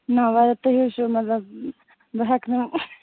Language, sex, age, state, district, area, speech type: Kashmiri, female, 30-45, Jammu and Kashmir, Baramulla, rural, conversation